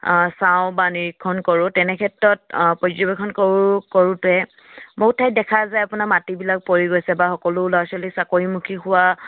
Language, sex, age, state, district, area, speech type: Assamese, female, 18-30, Assam, Charaideo, rural, conversation